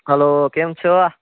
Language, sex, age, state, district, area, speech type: Gujarati, male, 18-30, Gujarat, Rajkot, urban, conversation